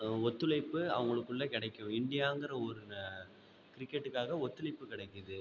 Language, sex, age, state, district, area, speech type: Tamil, male, 18-30, Tamil Nadu, Ariyalur, rural, spontaneous